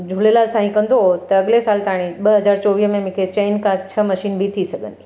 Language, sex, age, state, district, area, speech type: Sindhi, female, 45-60, Gujarat, Surat, urban, spontaneous